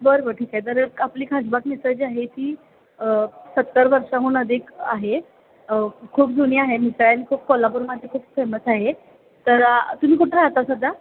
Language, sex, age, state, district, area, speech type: Marathi, female, 18-30, Maharashtra, Kolhapur, urban, conversation